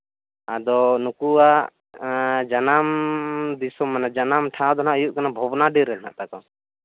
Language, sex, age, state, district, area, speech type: Santali, male, 18-30, Jharkhand, East Singhbhum, rural, conversation